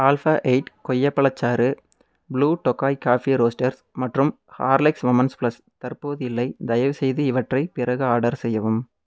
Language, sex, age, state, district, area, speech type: Tamil, male, 18-30, Tamil Nadu, Erode, rural, read